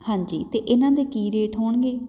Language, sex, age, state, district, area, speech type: Punjabi, female, 30-45, Punjab, Patiala, rural, spontaneous